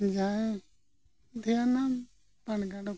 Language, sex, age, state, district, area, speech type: Santali, male, 45-60, Odisha, Mayurbhanj, rural, spontaneous